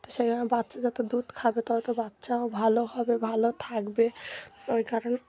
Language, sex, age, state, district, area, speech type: Bengali, female, 30-45, West Bengal, Dakshin Dinajpur, urban, spontaneous